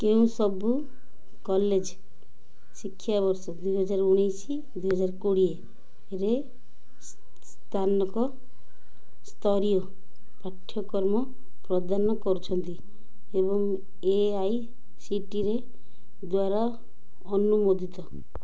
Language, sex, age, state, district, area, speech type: Odia, female, 45-60, Odisha, Ganjam, urban, read